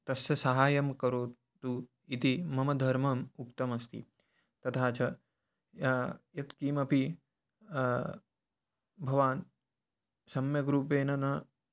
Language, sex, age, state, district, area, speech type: Sanskrit, male, 18-30, Maharashtra, Chandrapur, rural, spontaneous